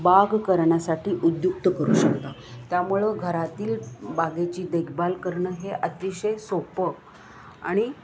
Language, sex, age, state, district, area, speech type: Marathi, female, 60+, Maharashtra, Kolhapur, urban, spontaneous